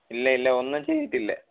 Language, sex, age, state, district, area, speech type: Malayalam, male, 18-30, Kerala, Kollam, rural, conversation